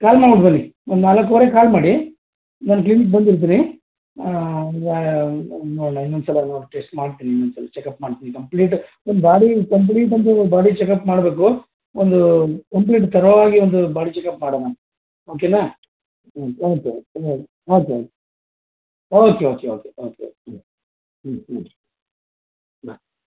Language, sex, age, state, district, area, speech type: Kannada, male, 45-60, Karnataka, Mysore, urban, conversation